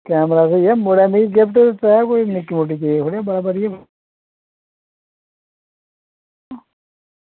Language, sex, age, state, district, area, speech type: Dogri, female, 45-60, Jammu and Kashmir, Reasi, rural, conversation